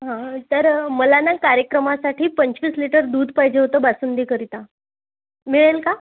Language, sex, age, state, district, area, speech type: Marathi, female, 30-45, Maharashtra, Amravati, rural, conversation